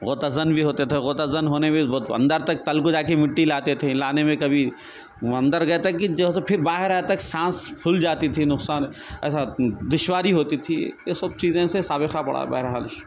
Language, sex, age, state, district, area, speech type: Urdu, male, 45-60, Telangana, Hyderabad, urban, spontaneous